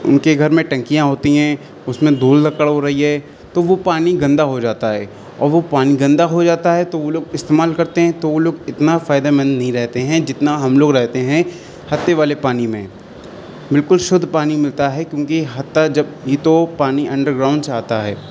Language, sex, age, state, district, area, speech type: Urdu, male, 18-30, Uttar Pradesh, Shahjahanpur, urban, spontaneous